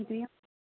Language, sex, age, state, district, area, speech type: Manipuri, female, 18-30, Manipur, Kangpokpi, rural, conversation